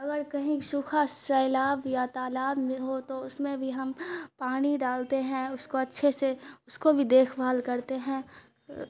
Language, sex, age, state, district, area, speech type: Urdu, female, 18-30, Bihar, Khagaria, rural, spontaneous